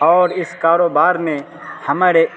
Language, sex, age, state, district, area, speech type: Urdu, male, 30-45, Bihar, Araria, rural, spontaneous